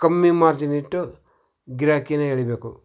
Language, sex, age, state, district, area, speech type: Kannada, male, 60+, Karnataka, Shimoga, rural, spontaneous